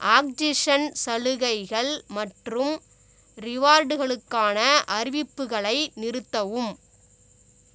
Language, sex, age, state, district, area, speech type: Tamil, female, 45-60, Tamil Nadu, Cuddalore, rural, read